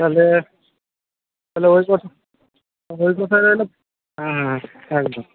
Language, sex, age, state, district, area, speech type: Bengali, male, 60+, West Bengal, Purba Medinipur, rural, conversation